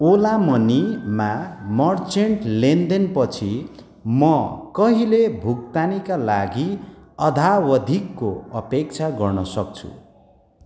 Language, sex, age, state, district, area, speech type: Nepali, male, 45-60, West Bengal, Darjeeling, rural, read